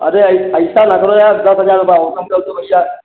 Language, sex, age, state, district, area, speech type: Hindi, male, 30-45, Uttar Pradesh, Hardoi, rural, conversation